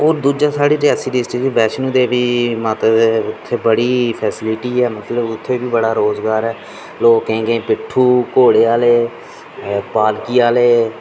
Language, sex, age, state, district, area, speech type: Dogri, male, 18-30, Jammu and Kashmir, Reasi, rural, spontaneous